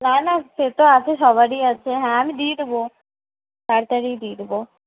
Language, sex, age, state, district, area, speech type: Bengali, female, 60+, West Bengal, Purulia, urban, conversation